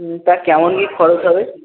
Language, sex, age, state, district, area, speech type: Bengali, male, 18-30, West Bengal, Uttar Dinajpur, urban, conversation